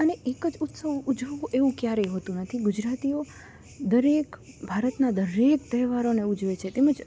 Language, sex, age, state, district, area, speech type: Gujarati, female, 18-30, Gujarat, Rajkot, urban, spontaneous